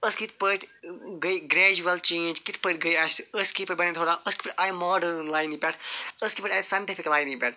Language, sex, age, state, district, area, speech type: Kashmiri, male, 45-60, Jammu and Kashmir, Ganderbal, urban, spontaneous